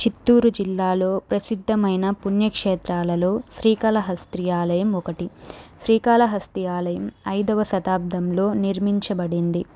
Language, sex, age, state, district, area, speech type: Telugu, female, 18-30, Andhra Pradesh, Chittoor, urban, spontaneous